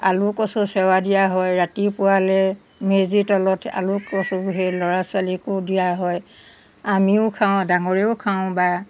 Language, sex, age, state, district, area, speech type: Assamese, female, 60+, Assam, Golaghat, urban, spontaneous